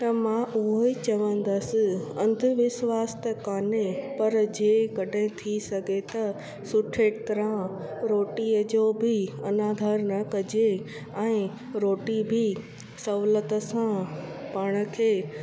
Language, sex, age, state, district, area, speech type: Sindhi, female, 30-45, Gujarat, Junagadh, urban, spontaneous